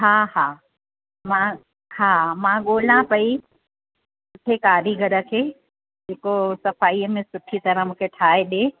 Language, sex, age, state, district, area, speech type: Sindhi, female, 60+, Delhi, South Delhi, urban, conversation